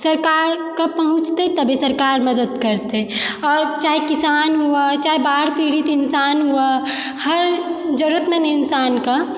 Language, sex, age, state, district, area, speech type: Maithili, female, 30-45, Bihar, Supaul, rural, spontaneous